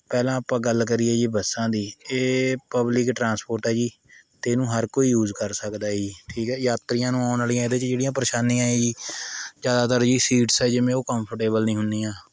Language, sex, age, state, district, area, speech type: Punjabi, male, 18-30, Punjab, Mohali, rural, spontaneous